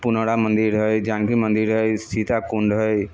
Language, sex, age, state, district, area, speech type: Maithili, male, 45-60, Bihar, Sitamarhi, rural, spontaneous